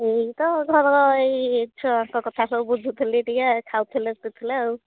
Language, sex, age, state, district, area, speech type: Odia, female, 45-60, Odisha, Angul, rural, conversation